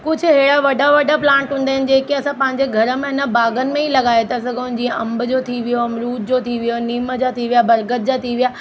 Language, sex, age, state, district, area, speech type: Sindhi, female, 30-45, Delhi, South Delhi, urban, spontaneous